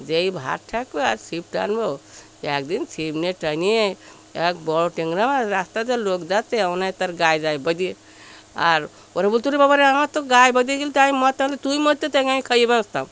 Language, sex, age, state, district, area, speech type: Bengali, female, 60+, West Bengal, Birbhum, urban, spontaneous